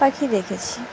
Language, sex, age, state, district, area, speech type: Bengali, female, 18-30, West Bengal, Dakshin Dinajpur, urban, spontaneous